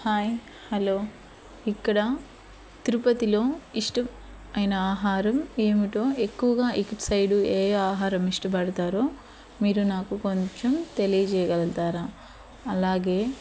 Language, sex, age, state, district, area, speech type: Telugu, female, 18-30, Andhra Pradesh, Eluru, urban, spontaneous